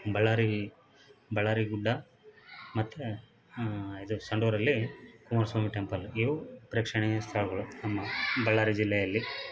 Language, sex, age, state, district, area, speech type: Kannada, male, 30-45, Karnataka, Bellary, rural, spontaneous